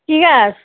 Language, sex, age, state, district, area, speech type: Bengali, female, 30-45, West Bengal, Uttar Dinajpur, urban, conversation